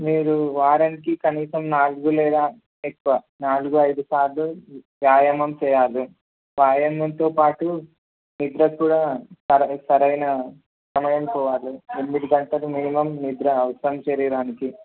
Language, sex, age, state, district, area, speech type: Telugu, male, 18-30, Andhra Pradesh, Palnadu, urban, conversation